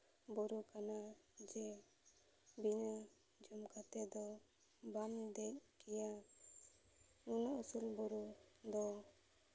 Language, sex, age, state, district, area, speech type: Santali, female, 18-30, Jharkhand, Seraikela Kharsawan, rural, spontaneous